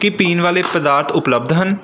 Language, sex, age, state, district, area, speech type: Punjabi, male, 18-30, Punjab, Pathankot, rural, read